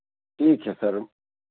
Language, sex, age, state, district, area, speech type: Hindi, male, 45-60, Madhya Pradesh, Ujjain, urban, conversation